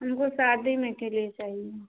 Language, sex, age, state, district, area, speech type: Hindi, female, 30-45, Uttar Pradesh, Chandauli, urban, conversation